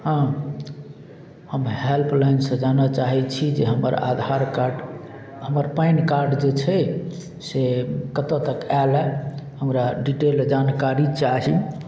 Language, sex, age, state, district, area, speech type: Maithili, male, 45-60, Bihar, Madhubani, rural, spontaneous